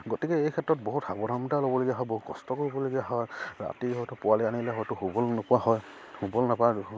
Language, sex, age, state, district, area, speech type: Assamese, male, 30-45, Assam, Charaideo, rural, spontaneous